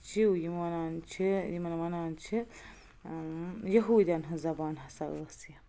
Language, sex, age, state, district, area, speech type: Kashmiri, female, 18-30, Jammu and Kashmir, Baramulla, rural, spontaneous